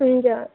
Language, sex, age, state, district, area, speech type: Nepali, female, 30-45, West Bengal, Darjeeling, rural, conversation